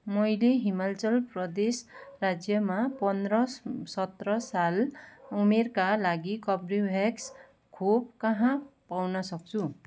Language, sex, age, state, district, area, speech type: Nepali, female, 45-60, West Bengal, Kalimpong, rural, read